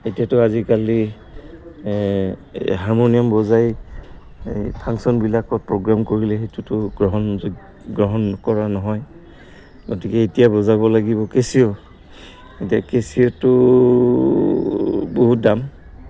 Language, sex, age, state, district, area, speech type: Assamese, male, 60+, Assam, Goalpara, urban, spontaneous